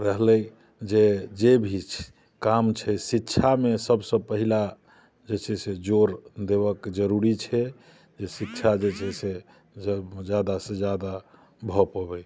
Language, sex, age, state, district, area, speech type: Maithili, male, 45-60, Bihar, Muzaffarpur, rural, spontaneous